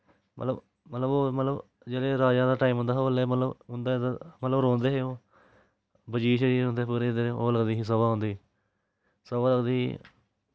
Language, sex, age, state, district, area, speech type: Dogri, male, 18-30, Jammu and Kashmir, Jammu, urban, spontaneous